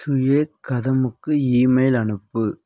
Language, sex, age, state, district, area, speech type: Tamil, female, 18-30, Tamil Nadu, Dharmapuri, rural, read